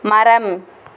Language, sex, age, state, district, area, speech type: Tamil, female, 18-30, Tamil Nadu, Mayiladuthurai, rural, read